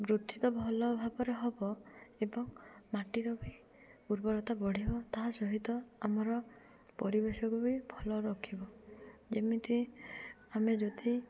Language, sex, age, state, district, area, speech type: Odia, female, 18-30, Odisha, Malkangiri, urban, spontaneous